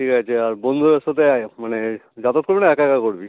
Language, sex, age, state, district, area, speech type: Bengali, male, 45-60, West Bengal, Howrah, urban, conversation